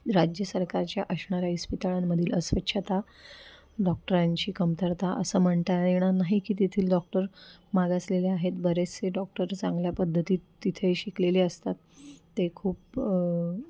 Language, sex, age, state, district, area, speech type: Marathi, female, 30-45, Maharashtra, Pune, urban, spontaneous